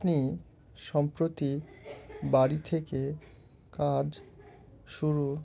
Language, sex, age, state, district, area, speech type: Bengali, male, 18-30, West Bengal, Murshidabad, urban, spontaneous